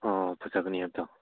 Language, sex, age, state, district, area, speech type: Manipuri, male, 18-30, Manipur, Churachandpur, rural, conversation